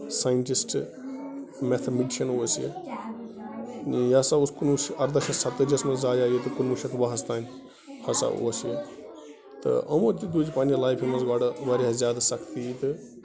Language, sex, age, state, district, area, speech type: Kashmiri, male, 30-45, Jammu and Kashmir, Bandipora, rural, spontaneous